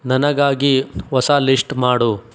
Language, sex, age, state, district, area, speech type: Kannada, male, 30-45, Karnataka, Chikkaballapur, rural, read